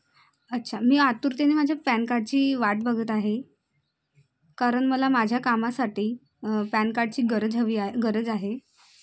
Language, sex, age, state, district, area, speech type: Marathi, female, 18-30, Maharashtra, Bhandara, rural, spontaneous